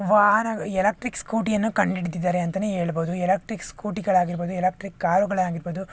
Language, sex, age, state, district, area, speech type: Kannada, male, 45-60, Karnataka, Tumkur, rural, spontaneous